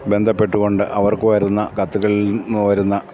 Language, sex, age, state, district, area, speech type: Malayalam, male, 45-60, Kerala, Kottayam, rural, spontaneous